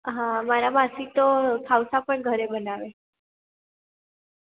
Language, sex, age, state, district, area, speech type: Gujarati, female, 18-30, Gujarat, Surat, urban, conversation